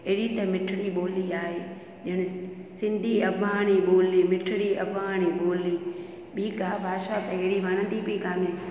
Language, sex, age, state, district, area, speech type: Sindhi, female, 45-60, Gujarat, Junagadh, urban, spontaneous